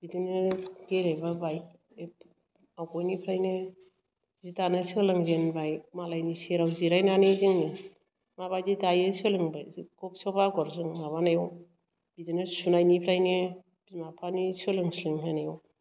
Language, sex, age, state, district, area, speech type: Bodo, female, 60+, Assam, Chirang, rural, spontaneous